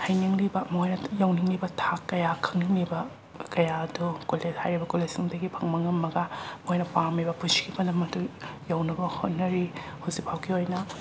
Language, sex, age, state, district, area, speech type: Manipuri, female, 45-60, Manipur, Imphal West, rural, spontaneous